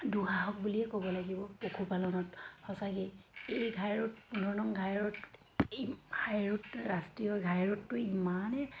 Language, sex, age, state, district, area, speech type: Assamese, female, 30-45, Assam, Dhemaji, rural, spontaneous